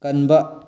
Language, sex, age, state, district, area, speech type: Manipuri, male, 45-60, Manipur, Bishnupur, rural, read